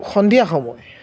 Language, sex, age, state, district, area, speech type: Assamese, male, 30-45, Assam, Golaghat, urban, spontaneous